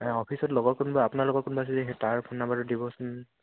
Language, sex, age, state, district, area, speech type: Assamese, male, 18-30, Assam, Dibrugarh, urban, conversation